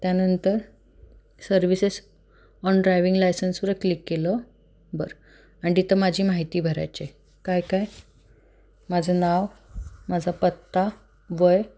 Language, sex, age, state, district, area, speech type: Marathi, female, 30-45, Maharashtra, Satara, urban, spontaneous